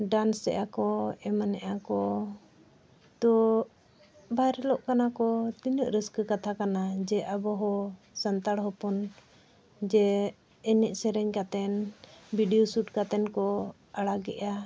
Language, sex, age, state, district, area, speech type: Santali, female, 45-60, Jharkhand, Bokaro, rural, spontaneous